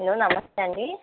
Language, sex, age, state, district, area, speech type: Telugu, female, 18-30, Telangana, Nizamabad, urban, conversation